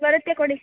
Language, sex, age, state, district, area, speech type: Kannada, female, 18-30, Karnataka, Gadag, rural, conversation